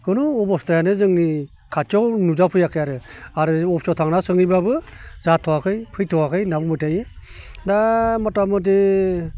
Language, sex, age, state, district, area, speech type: Bodo, male, 60+, Assam, Baksa, urban, spontaneous